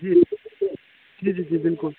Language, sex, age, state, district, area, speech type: Hindi, male, 18-30, Bihar, Darbhanga, rural, conversation